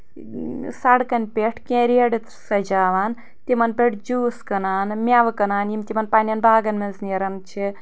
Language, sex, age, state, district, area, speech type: Kashmiri, female, 18-30, Jammu and Kashmir, Anantnag, urban, spontaneous